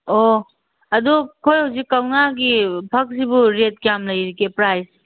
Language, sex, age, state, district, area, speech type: Manipuri, female, 30-45, Manipur, Tengnoupal, urban, conversation